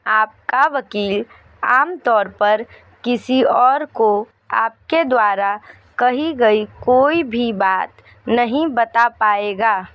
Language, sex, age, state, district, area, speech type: Hindi, female, 30-45, Uttar Pradesh, Sonbhadra, rural, read